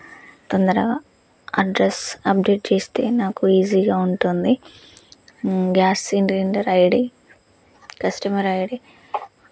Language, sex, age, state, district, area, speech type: Telugu, female, 30-45, Telangana, Hanamkonda, rural, spontaneous